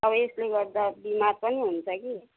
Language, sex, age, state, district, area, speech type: Nepali, female, 60+, West Bengal, Kalimpong, rural, conversation